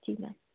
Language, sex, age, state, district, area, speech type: Hindi, female, 30-45, Madhya Pradesh, Jabalpur, urban, conversation